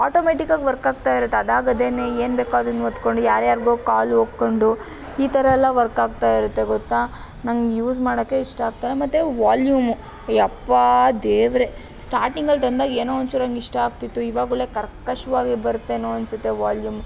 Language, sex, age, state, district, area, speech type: Kannada, female, 18-30, Karnataka, Tumkur, rural, spontaneous